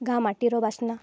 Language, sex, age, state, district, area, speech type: Odia, female, 18-30, Odisha, Nabarangpur, urban, spontaneous